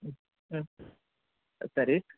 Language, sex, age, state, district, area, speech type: Kannada, male, 30-45, Karnataka, Bellary, rural, conversation